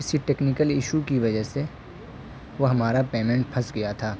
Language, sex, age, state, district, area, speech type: Urdu, male, 18-30, Delhi, South Delhi, urban, spontaneous